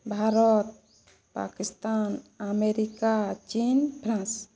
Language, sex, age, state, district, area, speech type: Odia, female, 30-45, Odisha, Balangir, urban, spontaneous